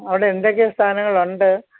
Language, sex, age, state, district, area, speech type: Malayalam, female, 60+, Kerala, Thiruvananthapuram, urban, conversation